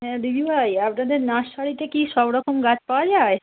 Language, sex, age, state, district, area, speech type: Bengali, female, 30-45, West Bengal, Darjeeling, rural, conversation